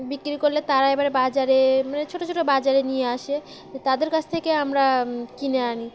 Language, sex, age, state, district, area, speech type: Bengali, female, 18-30, West Bengal, Birbhum, urban, spontaneous